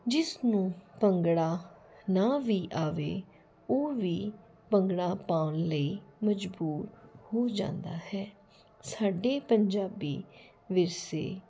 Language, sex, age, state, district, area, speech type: Punjabi, female, 45-60, Punjab, Jalandhar, urban, spontaneous